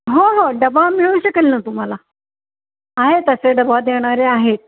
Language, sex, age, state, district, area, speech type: Marathi, female, 60+, Maharashtra, Pune, urban, conversation